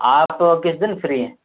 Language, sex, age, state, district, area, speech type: Urdu, female, 30-45, Uttar Pradesh, Gautam Buddha Nagar, rural, conversation